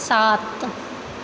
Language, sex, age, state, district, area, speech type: Maithili, female, 18-30, Bihar, Purnia, rural, read